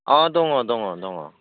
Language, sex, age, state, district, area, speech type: Bodo, male, 30-45, Assam, Udalguri, rural, conversation